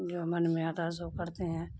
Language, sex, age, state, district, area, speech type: Urdu, female, 30-45, Bihar, Khagaria, rural, spontaneous